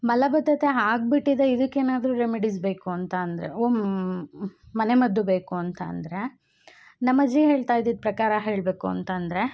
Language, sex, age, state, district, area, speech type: Kannada, female, 18-30, Karnataka, Chikkamagaluru, rural, spontaneous